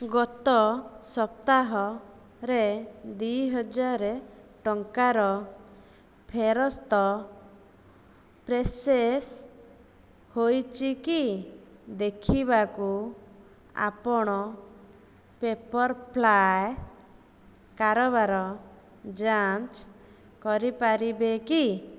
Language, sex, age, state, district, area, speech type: Odia, female, 30-45, Odisha, Jajpur, rural, read